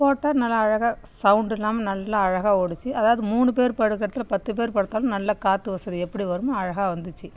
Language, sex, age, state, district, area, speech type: Tamil, female, 60+, Tamil Nadu, Kallakurichi, rural, spontaneous